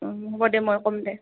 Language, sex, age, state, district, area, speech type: Assamese, female, 30-45, Assam, Goalpara, urban, conversation